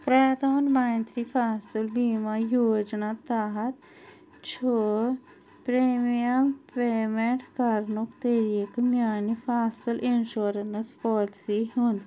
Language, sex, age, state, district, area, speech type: Kashmiri, female, 30-45, Jammu and Kashmir, Anantnag, urban, read